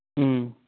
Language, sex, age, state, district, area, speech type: Manipuri, male, 30-45, Manipur, Thoubal, rural, conversation